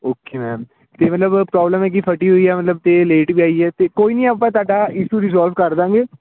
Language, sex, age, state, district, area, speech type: Punjabi, male, 18-30, Punjab, Ludhiana, rural, conversation